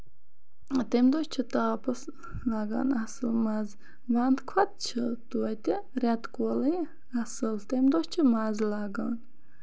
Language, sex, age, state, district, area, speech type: Kashmiri, female, 30-45, Jammu and Kashmir, Bandipora, rural, spontaneous